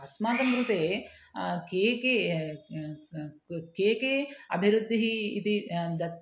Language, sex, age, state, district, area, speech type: Sanskrit, female, 30-45, Telangana, Ranga Reddy, urban, spontaneous